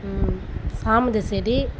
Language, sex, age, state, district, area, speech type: Tamil, female, 30-45, Tamil Nadu, Tiruvannamalai, rural, spontaneous